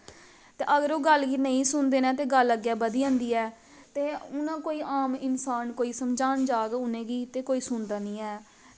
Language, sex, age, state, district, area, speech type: Dogri, female, 18-30, Jammu and Kashmir, Samba, rural, spontaneous